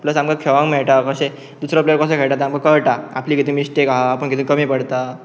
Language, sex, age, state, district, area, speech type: Goan Konkani, male, 18-30, Goa, Pernem, rural, spontaneous